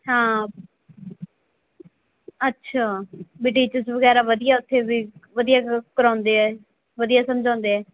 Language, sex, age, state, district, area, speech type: Punjabi, female, 18-30, Punjab, Muktsar, rural, conversation